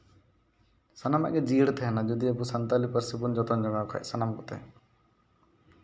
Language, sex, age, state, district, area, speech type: Santali, male, 18-30, West Bengal, Purulia, rural, spontaneous